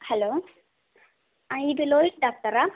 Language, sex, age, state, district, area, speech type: Kannada, female, 18-30, Karnataka, Davanagere, rural, conversation